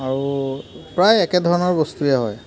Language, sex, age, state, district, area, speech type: Assamese, male, 30-45, Assam, Charaideo, urban, spontaneous